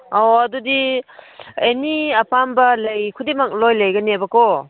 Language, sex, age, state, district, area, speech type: Manipuri, female, 30-45, Manipur, Kangpokpi, urban, conversation